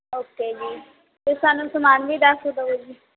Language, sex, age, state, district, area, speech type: Punjabi, female, 18-30, Punjab, Barnala, urban, conversation